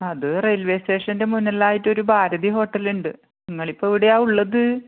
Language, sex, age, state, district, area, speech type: Malayalam, female, 45-60, Kerala, Kannur, rural, conversation